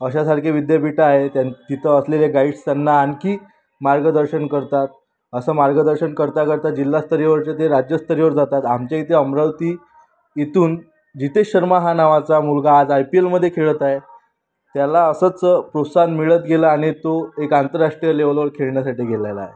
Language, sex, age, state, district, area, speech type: Marathi, female, 18-30, Maharashtra, Amravati, rural, spontaneous